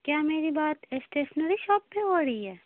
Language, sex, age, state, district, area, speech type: Urdu, female, 18-30, Bihar, Khagaria, rural, conversation